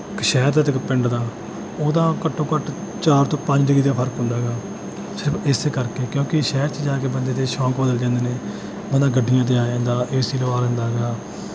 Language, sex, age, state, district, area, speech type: Punjabi, male, 18-30, Punjab, Bathinda, urban, spontaneous